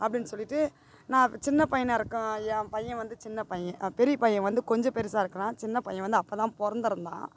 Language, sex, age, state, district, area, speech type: Tamil, female, 45-60, Tamil Nadu, Tiruvannamalai, rural, spontaneous